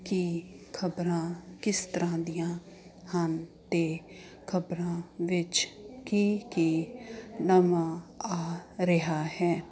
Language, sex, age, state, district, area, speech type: Punjabi, female, 30-45, Punjab, Ludhiana, urban, spontaneous